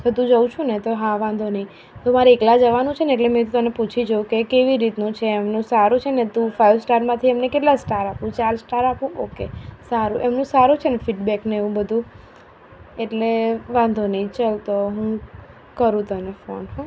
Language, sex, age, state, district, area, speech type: Gujarati, female, 30-45, Gujarat, Kheda, rural, spontaneous